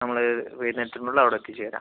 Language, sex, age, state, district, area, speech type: Malayalam, male, 30-45, Kerala, Palakkad, rural, conversation